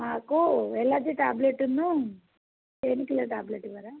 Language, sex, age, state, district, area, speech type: Telugu, female, 30-45, Telangana, Mancherial, rural, conversation